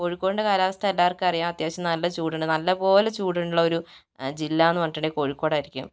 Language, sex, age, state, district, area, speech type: Malayalam, female, 30-45, Kerala, Kozhikode, rural, spontaneous